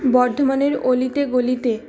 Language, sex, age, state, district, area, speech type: Bengali, female, 18-30, West Bengal, Purba Bardhaman, urban, spontaneous